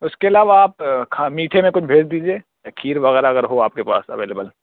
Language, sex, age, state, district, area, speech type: Urdu, male, 18-30, Delhi, South Delhi, urban, conversation